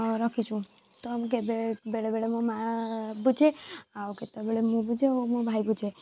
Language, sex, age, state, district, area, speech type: Odia, female, 18-30, Odisha, Kendujhar, urban, spontaneous